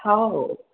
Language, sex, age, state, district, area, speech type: Manipuri, other, 30-45, Manipur, Imphal West, urban, conversation